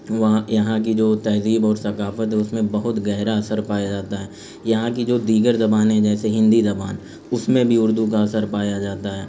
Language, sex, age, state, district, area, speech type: Urdu, male, 30-45, Uttar Pradesh, Azamgarh, rural, spontaneous